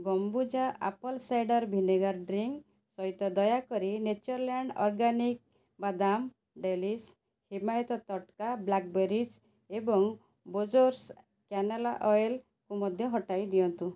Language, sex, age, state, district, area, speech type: Odia, female, 45-60, Odisha, Cuttack, urban, read